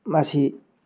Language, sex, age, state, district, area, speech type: Manipuri, male, 18-30, Manipur, Tengnoupal, rural, spontaneous